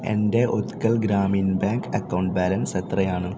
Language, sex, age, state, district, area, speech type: Malayalam, male, 18-30, Kerala, Thrissur, rural, read